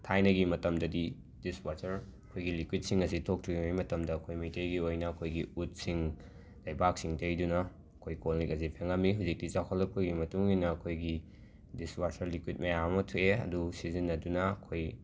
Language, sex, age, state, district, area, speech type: Manipuri, male, 30-45, Manipur, Imphal West, urban, spontaneous